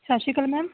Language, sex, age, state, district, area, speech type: Punjabi, female, 18-30, Punjab, Shaheed Bhagat Singh Nagar, urban, conversation